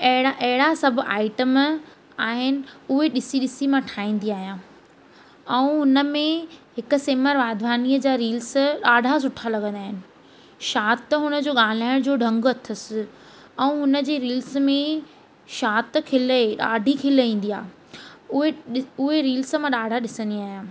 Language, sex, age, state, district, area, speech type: Sindhi, female, 18-30, Madhya Pradesh, Katni, urban, spontaneous